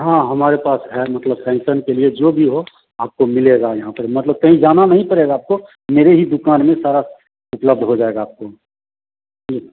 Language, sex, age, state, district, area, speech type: Hindi, male, 45-60, Bihar, Begusarai, rural, conversation